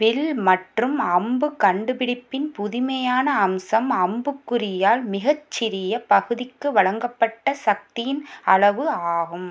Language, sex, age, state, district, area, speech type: Tamil, female, 30-45, Tamil Nadu, Pudukkottai, rural, read